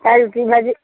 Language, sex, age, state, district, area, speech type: Assamese, female, 45-60, Assam, Majuli, urban, conversation